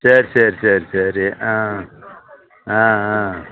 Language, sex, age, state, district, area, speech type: Tamil, male, 60+, Tamil Nadu, Salem, urban, conversation